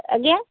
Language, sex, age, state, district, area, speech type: Odia, female, 45-60, Odisha, Puri, urban, conversation